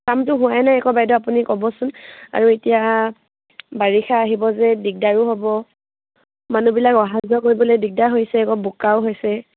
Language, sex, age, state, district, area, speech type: Assamese, female, 18-30, Assam, Dibrugarh, urban, conversation